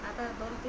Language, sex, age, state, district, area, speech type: Marathi, female, 45-60, Maharashtra, Washim, rural, spontaneous